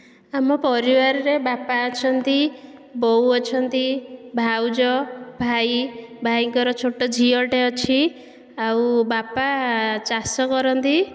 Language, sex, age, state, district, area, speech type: Odia, female, 18-30, Odisha, Dhenkanal, rural, spontaneous